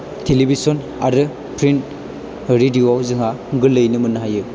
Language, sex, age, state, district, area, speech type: Bodo, male, 18-30, Assam, Chirang, urban, spontaneous